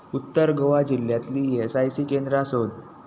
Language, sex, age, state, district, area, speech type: Goan Konkani, male, 18-30, Goa, Tiswadi, rural, read